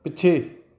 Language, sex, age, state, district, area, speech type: Punjabi, male, 30-45, Punjab, Fatehgarh Sahib, urban, read